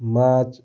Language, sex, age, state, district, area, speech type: Odia, male, 30-45, Odisha, Kalahandi, rural, spontaneous